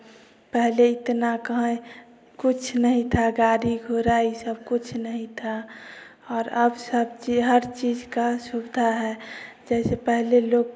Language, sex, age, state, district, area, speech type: Hindi, female, 30-45, Bihar, Samastipur, rural, spontaneous